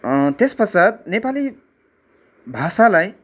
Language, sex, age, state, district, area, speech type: Nepali, male, 18-30, West Bengal, Darjeeling, rural, spontaneous